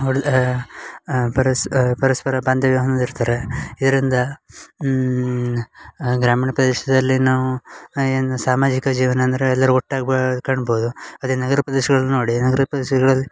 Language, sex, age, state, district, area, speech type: Kannada, male, 18-30, Karnataka, Uttara Kannada, rural, spontaneous